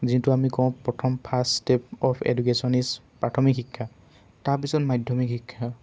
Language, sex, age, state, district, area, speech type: Assamese, male, 18-30, Assam, Dibrugarh, urban, spontaneous